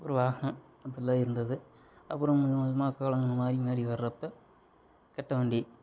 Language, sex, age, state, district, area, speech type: Tamil, male, 30-45, Tamil Nadu, Sivaganga, rural, spontaneous